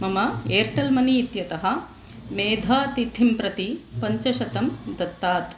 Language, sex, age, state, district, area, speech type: Sanskrit, female, 45-60, Tamil Nadu, Chennai, urban, read